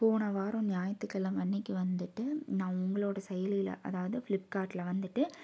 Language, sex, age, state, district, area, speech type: Tamil, female, 18-30, Tamil Nadu, Tiruppur, rural, spontaneous